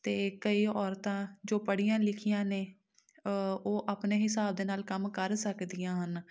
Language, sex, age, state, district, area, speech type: Punjabi, female, 30-45, Punjab, Amritsar, urban, spontaneous